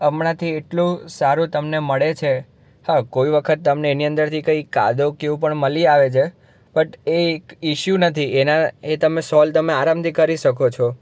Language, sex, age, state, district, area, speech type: Gujarati, male, 18-30, Gujarat, Surat, urban, spontaneous